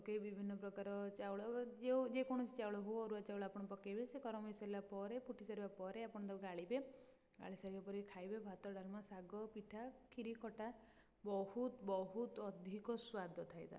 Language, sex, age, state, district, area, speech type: Odia, female, 18-30, Odisha, Puri, urban, spontaneous